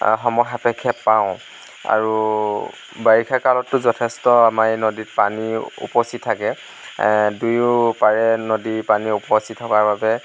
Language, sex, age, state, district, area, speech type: Assamese, male, 30-45, Assam, Lakhimpur, rural, spontaneous